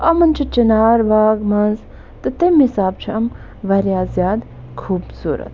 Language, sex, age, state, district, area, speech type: Kashmiri, female, 45-60, Jammu and Kashmir, Budgam, rural, spontaneous